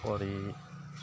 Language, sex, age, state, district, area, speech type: Assamese, male, 30-45, Assam, Goalpara, urban, spontaneous